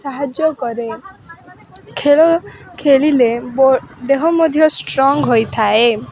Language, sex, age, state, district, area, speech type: Odia, female, 18-30, Odisha, Rayagada, rural, spontaneous